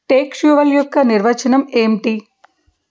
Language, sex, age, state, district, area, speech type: Telugu, female, 45-60, Andhra Pradesh, N T Rama Rao, urban, read